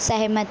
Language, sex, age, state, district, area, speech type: Hindi, female, 18-30, Madhya Pradesh, Harda, rural, read